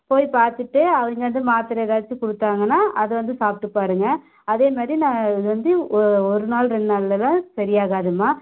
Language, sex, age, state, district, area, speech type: Tamil, female, 18-30, Tamil Nadu, Namakkal, rural, conversation